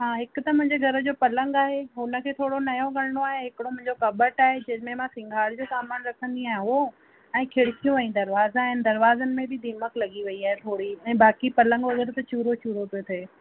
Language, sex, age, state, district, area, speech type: Sindhi, female, 30-45, Rajasthan, Ajmer, urban, conversation